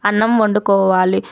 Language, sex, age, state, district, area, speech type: Telugu, female, 18-30, Telangana, Vikarabad, urban, spontaneous